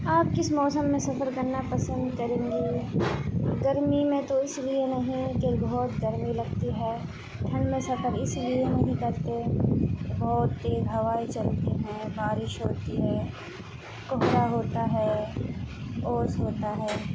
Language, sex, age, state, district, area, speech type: Urdu, female, 45-60, Bihar, Khagaria, rural, spontaneous